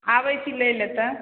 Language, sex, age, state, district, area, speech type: Maithili, female, 30-45, Bihar, Samastipur, rural, conversation